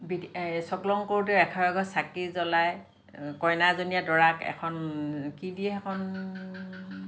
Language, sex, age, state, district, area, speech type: Assamese, female, 60+, Assam, Lakhimpur, rural, spontaneous